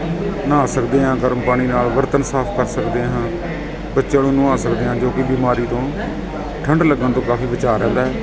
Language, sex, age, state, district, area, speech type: Punjabi, male, 30-45, Punjab, Gurdaspur, urban, spontaneous